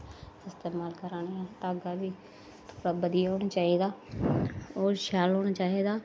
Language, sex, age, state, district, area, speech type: Dogri, female, 30-45, Jammu and Kashmir, Samba, rural, spontaneous